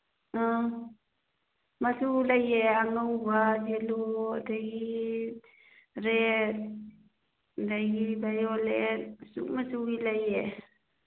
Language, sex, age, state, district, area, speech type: Manipuri, female, 45-60, Manipur, Churachandpur, urban, conversation